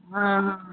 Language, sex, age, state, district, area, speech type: Punjabi, female, 45-60, Punjab, Faridkot, urban, conversation